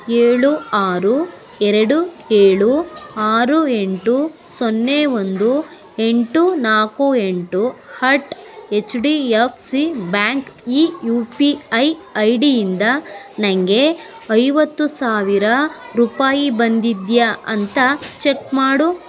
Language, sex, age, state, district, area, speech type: Kannada, female, 30-45, Karnataka, Mandya, rural, read